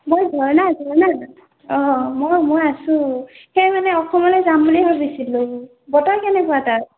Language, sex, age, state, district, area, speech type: Assamese, female, 60+, Assam, Nagaon, rural, conversation